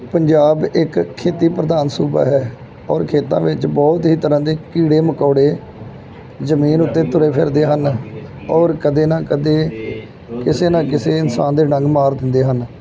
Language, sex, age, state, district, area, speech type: Punjabi, male, 30-45, Punjab, Gurdaspur, rural, spontaneous